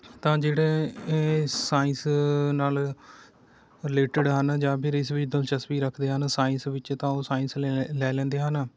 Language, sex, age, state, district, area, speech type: Punjabi, male, 30-45, Punjab, Rupnagar, rural, spontaneous